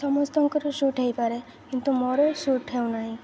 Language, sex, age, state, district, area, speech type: Odia, female, 18-30, Odisha, Malkangiri, urban, spontaneous